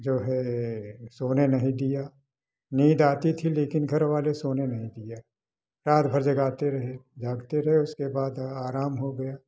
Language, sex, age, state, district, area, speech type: Hindi, male, 60+, Uttar Pradesh, Prayagraj, rural, spontaneous